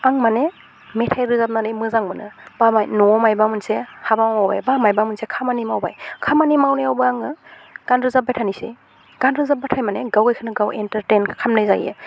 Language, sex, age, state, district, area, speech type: Bodo, female, 18-30, Assam, Udalguri, urban, spontaneous